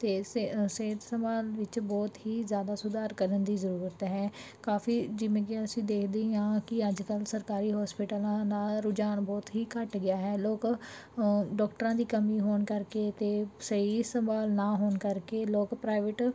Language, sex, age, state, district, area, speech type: Punjabi, female, 18-30, Punjab, Mansa, urban, spontaneous